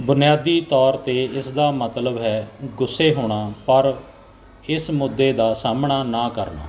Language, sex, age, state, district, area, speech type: Punjabi, male, 45-60, Punjab, Barnala, urban, read